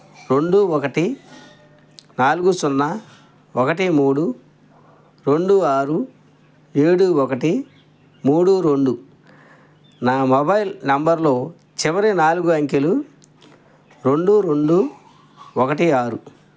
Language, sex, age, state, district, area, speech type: Telugu, male, 60+, Andhra Pradesh, Krishna, rural, read